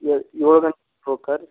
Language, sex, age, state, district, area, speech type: Kannada, male, 30-45, Karnataka, Gadag, rural, conversation